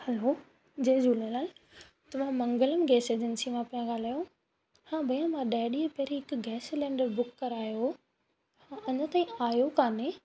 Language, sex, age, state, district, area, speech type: Sindhi, female, 18-30, Rajasthan, Ajmer, urban, spontaneous